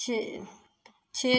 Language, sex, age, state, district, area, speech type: Maithili, female, 30-45, Bihar, Madhepura, rural, spontaneous